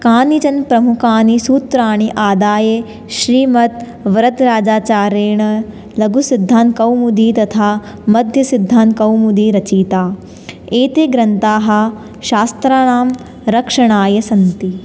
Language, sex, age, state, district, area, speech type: Sanskrit, female, 18-30, Rajasthan, Jaipur, urban, spontaneous